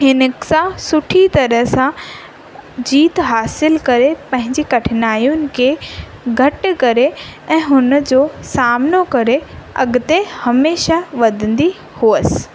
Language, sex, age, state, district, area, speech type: Sindhi, female, 18-30, Rajasthan, Ajmer, urban, spontaneous